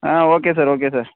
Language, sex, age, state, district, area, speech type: Tamil, male, 18-30, Tamil Nadu, Tiruvarur, urban, conversation